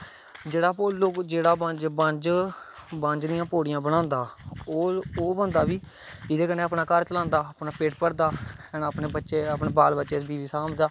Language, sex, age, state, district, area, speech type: Dogri, male, 18-30, Jammu and Kashmir, Kathua, rural, spontaneous